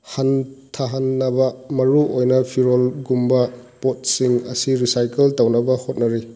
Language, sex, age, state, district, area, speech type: Manipuri, male, 45-60, Manipur, Chandel, rural, read